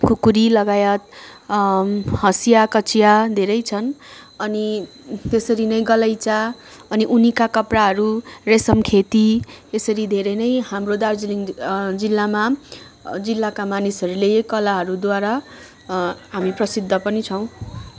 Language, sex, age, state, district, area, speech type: Nepali, female, 45-60, West Bengal, Darjeeling, rural, spontaneous